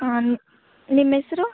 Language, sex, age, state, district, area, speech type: Kannada, female, 18-30, Karnataka, Chikkaballapur, rural, conversation